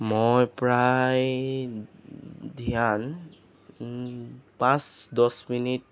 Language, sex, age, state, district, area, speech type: Assamese, male, 18-30, Assam, Jorhat, urban, spontaneous